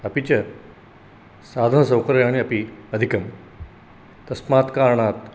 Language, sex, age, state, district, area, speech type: Sanskrit, male, 60+, Karnataka, Dharwad, rural, spontaneous